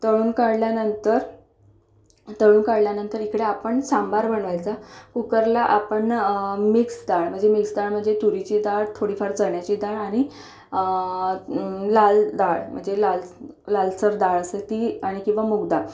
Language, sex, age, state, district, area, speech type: Marathi, female, 45-60, Maharashtra, Akola, urban, spontaneous